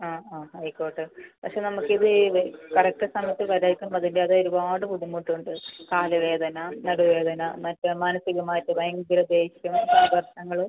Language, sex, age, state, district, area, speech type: Malayalam, female, 30-45, Kerala, Kasaragod, rural, conversation